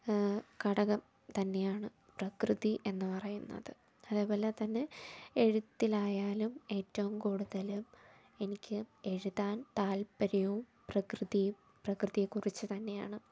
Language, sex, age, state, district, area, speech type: Malayalam, female, 18-30, Kerala, Thiruvananthapuram, rural, spontaneous